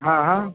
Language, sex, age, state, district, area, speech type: Urdu, male, 60+, Delhi, Central Delhi, rural, conversation